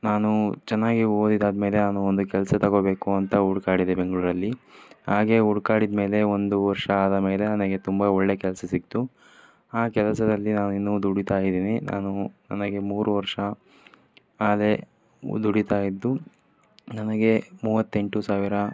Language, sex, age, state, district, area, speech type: Kannada, male, 30-45, Karnataka, Davanagere, rural, spontaneous